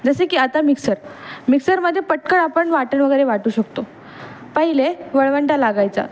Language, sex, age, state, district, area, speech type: Marathi, female, 18-30, Maharashtra, Pune, urban, spontaneous